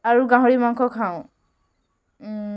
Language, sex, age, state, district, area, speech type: Assamese, female, 18-30, Assam, Dibrugarh, rural, spontaneous